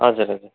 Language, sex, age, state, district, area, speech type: Nepali, male, 30-45, West Bengal, Darjeeling, rural, conversation